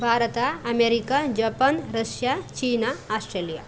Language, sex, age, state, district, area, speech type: Kannada, female, 30-45, Karnataka, Chamarajanagar, rural, spontaneous